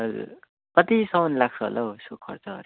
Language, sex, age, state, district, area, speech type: Nepali, male, 18-30, West Bengal, Kalimpong, rural, conversation